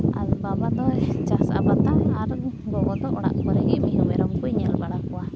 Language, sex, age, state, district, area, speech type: Santali, female, 18-30, West Bengal, Uttar Dinajpur, rural, spontaneous